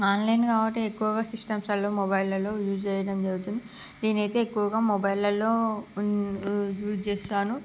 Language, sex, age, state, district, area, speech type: Telugu, female, 30-45, Andhra Pradesh, Srikakulam, urban, spontaneous